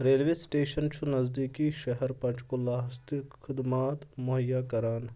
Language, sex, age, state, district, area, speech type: Kashmiri, male, 18-30, Jammu and Kashmir, Anantnag, rural, read